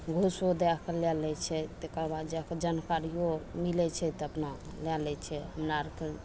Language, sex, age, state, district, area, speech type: Maithili, female, 45-60, Bihar, Begusarai, rural, spontaneous